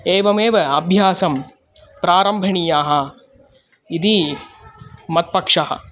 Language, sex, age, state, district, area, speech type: Sanskrit, male, 18-30, Tamil Nadu, Kanyakumari, urban, spontaneous